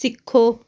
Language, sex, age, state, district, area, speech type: Punjabi, female, 30-45, Punjab, Amritsar, urban, read